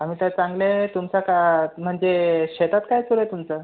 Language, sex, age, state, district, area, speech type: Marathi, other, 18-30, Maharashtra, Buldhana, urban, conversation